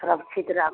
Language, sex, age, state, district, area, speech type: Maithili, female, 30-45, Bihar, Darbhanga, rural, conversation